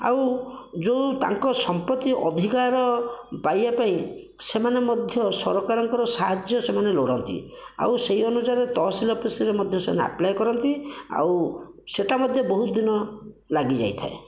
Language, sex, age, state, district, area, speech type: Odia, male, 30-45, Odisha, Bhadrak, rural, spontaneous